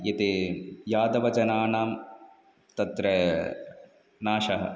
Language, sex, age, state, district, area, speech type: Sanskrit, male, 30-45, Tamil Nadu, Chennai, urban, spontaneous